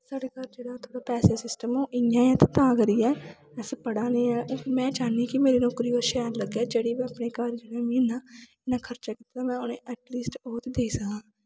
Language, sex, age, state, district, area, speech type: Dogri, female, 18-30, Jammu and Kashmir, Kathua, rural, spontaneous